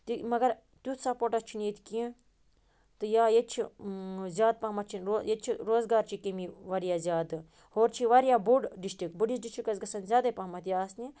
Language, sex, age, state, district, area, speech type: Kashmiri, female, 30-45, Jammu and Kashmir, Baramulla, rural, spontaneous